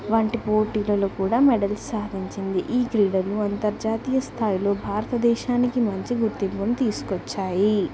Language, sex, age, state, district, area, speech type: Telugu, female, 18-30, Telangana, Warangal, rural, spontaneous